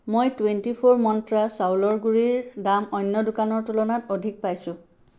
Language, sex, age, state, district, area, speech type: Assamese, female, 45-60, Assam, Sivasagar, rural, read